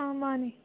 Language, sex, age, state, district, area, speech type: Manipuri, female, 30-45, Manipur, Tengnoupal, rural, conversation